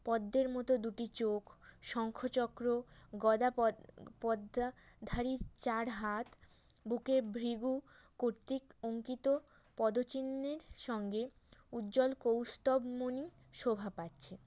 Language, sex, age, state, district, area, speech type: Bengali, female, 18-30, West Bengal, North 24 Parganas, urban, spontaneous